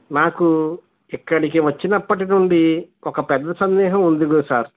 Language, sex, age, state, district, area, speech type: Telugu, male, 30-45, Andhra Pradesh, East Godavari, rural, conversation